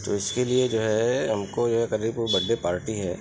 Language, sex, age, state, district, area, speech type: Urdu, male, 45-60, Uttar Pradesh, Lucknow, rural, spontaneous